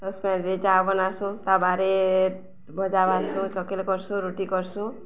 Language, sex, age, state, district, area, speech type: Odia, female, 45-60, Odisha, Balangir, urban, spontaneous